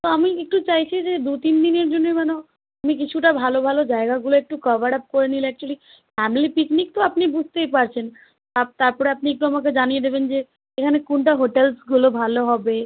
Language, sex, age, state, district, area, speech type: Bengali, female, 18-30, West Bengal, Malda, rural, conversation